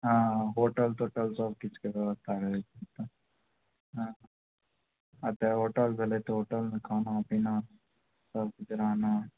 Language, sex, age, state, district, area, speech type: Maithili, male, 18-30, Bihar, Araria, rural, conversation